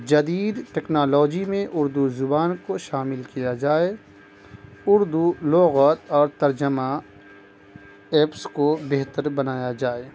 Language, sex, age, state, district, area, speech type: Urdu, male, 30-45, Bihar, Madhubani, rural, spontaneous